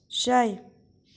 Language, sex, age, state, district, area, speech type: Kashmiri, other, 30-45, Jammu and Kashmir, Budgam, rural, read